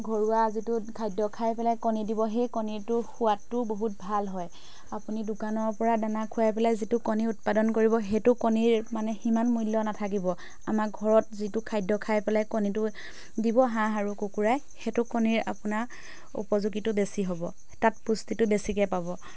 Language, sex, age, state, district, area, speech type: Assamese, female, 30-45, Assam, Majuli, urban, spontaneous